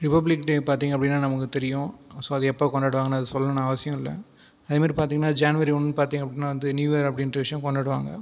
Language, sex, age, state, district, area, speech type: Tamil, male, 18-30, Tamil Nadu, Viluppuram, rural, spontaneous